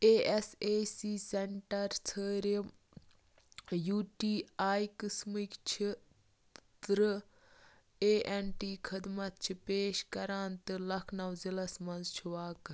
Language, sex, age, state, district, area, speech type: Kashmiri, female, 18-30, Jammu and Kashmir, Baramulla, rural, read